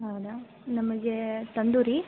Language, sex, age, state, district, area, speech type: Kannada, female, 18-30, Karnataka, Gadag, rural, conversation